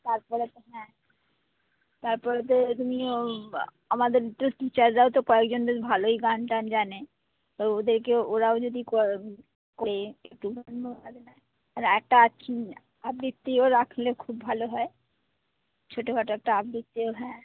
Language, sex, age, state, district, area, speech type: Bengali, female, 60+, West Bengal, Howrah, urban, conversation